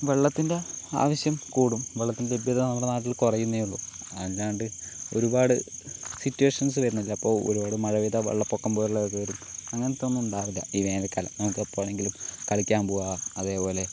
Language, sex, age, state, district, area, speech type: Malayalam, male, 45-60, Kerala, Palakkad, rural, spontaneous